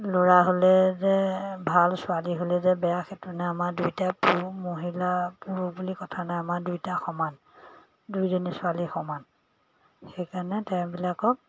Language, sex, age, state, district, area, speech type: Assamese, female, 45-60, Assam, Majuli, urban, spontaneous